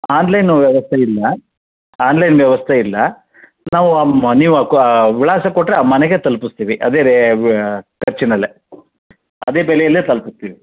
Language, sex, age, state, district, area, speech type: Kannada, male, 45-60, Karnataka, Shimoga, rural, conversation